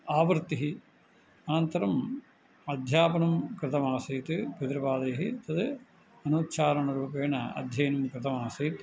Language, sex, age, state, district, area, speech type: Sanskrit, male, 45-60, Tamil Nadu, Tiruvannamalai, urban, spontaneous